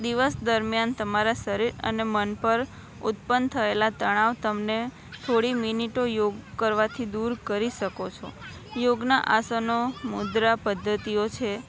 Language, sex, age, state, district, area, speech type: Gujarati, female, 18-30, Gujarat, Anand, urban, spontaneous